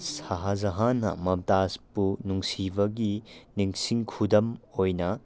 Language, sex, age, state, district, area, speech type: Manipuri, male, 18-30, Manipur, Tengnoupal, rural, spontaneous